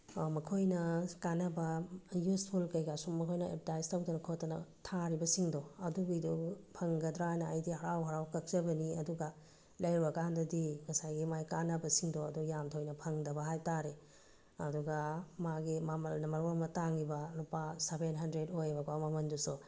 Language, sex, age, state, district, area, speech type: Manipuri, female, 45-60, Manipur, Tengnoupal, urban, spontaneous